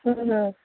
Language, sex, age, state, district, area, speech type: Kannada, female, 18-30, Karnataka, Kolar, rural, conversation